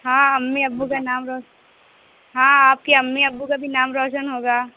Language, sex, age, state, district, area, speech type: Urdu, female, 18-30, Bihar, Gaya, rural, conversation